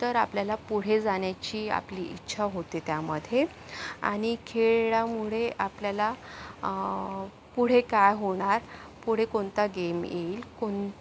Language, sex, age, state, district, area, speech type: Marathi, female, 60+, Maharashtra, Akola, urban, spontaneous